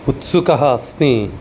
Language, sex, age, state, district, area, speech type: Sanskrit, male, 45-60, Karnataka, Dakshina Kannada, rural, spontaneous